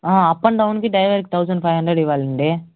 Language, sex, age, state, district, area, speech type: Telugu, male, 45-60, Andhra Pradesh, Chittoor, urban, conversation